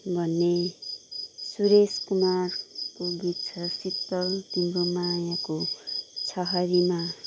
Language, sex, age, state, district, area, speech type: Nepali, female, 30-45, West Bengal, Kalimpong, rural, spontaneous